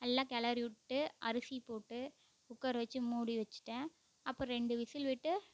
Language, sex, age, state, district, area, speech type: Tamil, female, 18-30, Tamil Nadu, Namakkal, rural, spontaneous